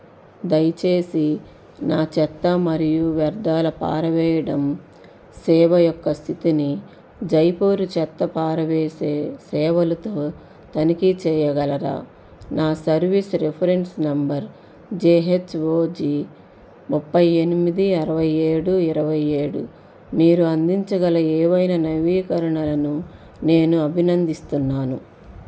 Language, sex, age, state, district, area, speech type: Telugu, female, 30-45, Andhra Pradesh, Bapatla, urban, read